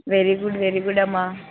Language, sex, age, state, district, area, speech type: Telugu, female, 18-30, Andhra Pradesh, Kurnool, rural, conversation